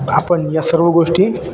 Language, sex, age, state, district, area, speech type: Marathi, male, 18-30, Maharashtra, Ahmednagar, urban, spontaneous